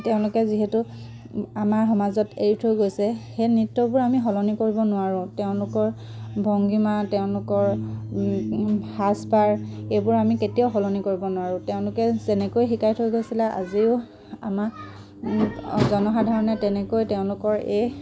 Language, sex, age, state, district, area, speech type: Assamese, female, 30-45, Assam, Dhemaji, rural, spontaneous